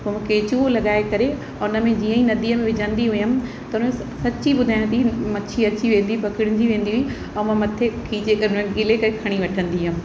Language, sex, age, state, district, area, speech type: Sindhi, female, 45-60, Uttar Pradesh, Lucknow, rural, spontaneous